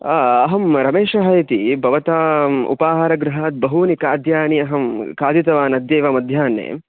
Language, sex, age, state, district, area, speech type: Sanskrit, male, 18-30, Karnataka, Chikkamagaluru, rural, conversation